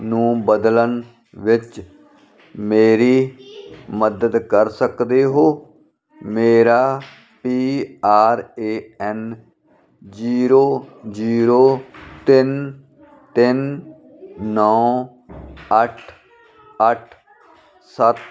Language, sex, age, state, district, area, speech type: Punjabi, male, 45-60, Punjab, Firozpur, rural, read